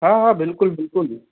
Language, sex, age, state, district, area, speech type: Sindhi, male, 18-30, Gujarat, Kutch, rural, conversation